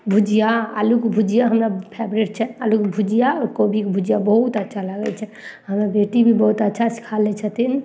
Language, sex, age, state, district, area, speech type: Maithili, female, 30-45, Bihar, Samastipur, urban, spontaneous